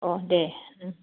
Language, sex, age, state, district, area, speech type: Bodo, female, 45-60, Assam, Kokrajhar, rural, conversation